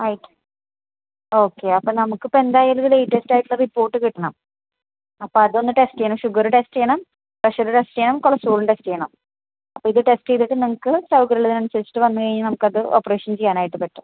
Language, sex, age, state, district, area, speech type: Malayalam, female, 30-45, Kerala, Thrissur, urban, conversation